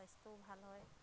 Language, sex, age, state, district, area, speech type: Assamese, female, 30-45, Assam, Lakhimpur, rural, spontaneous